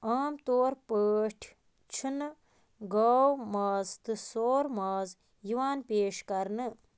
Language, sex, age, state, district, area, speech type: Kashmiri, female, 30-45, Jammu and Kashmir, Baramulla, rural, read